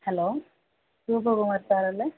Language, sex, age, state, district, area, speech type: Malayalam, female, 18-30, Kerala, Kasaragod, rural, conversation